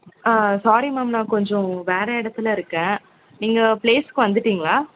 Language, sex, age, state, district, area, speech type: Tamil, female, 18-30, Tamil Nadu, Chennai, urban, conversation